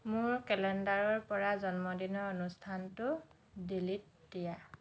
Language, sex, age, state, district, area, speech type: Assamese, female, 30-45, Assam, Dhemaji, rural, read